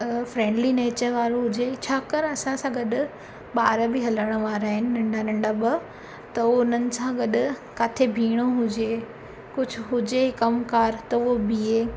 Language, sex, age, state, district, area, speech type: Sindhi, female, 18-30, Gujarat, Surat, urban, spontaneous